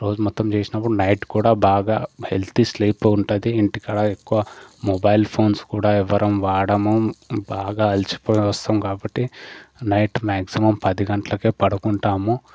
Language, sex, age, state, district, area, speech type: Telugu, male, 18-30, Telangana, Medchal, rural, spontaneous